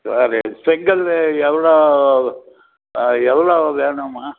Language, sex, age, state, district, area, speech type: Tamil, male, 60+, Tamil Nadu, Krishnagiri, rural, conversation